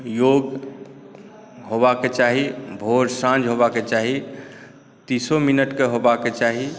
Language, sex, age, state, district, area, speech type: Maithili, male, 45-60, Bihar, Saharsa, urban, spontaneous